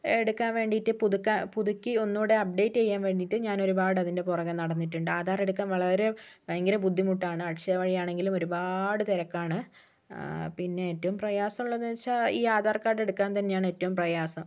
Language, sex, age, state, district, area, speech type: Malayalam, female, 60+, Kerala, Wayanad, rural, spontaneous